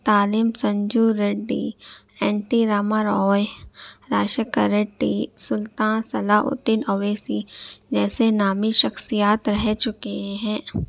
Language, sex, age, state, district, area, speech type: Urdu, female, 18-30, Telangana, Hyderabad, urban, spontaneous